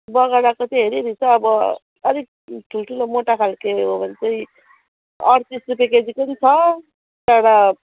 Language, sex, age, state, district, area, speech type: Nepali, female, 30-45, West Bengal, Jalpaiguri, urban, conversation